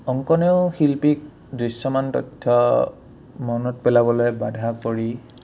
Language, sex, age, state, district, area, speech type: Assamese, male, 18-30, Assam, Udalguri, rural, spontaneous